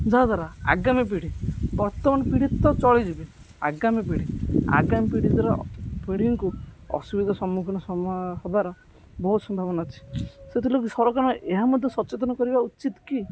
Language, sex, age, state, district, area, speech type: Odia, male, 18-30, Odisha, Jagatsinghpur, rural, spontaneous